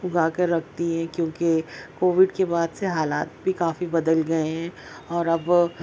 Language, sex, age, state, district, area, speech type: Urdu, female, 30-45, Maharashtra, Nashik, urban, spontaneous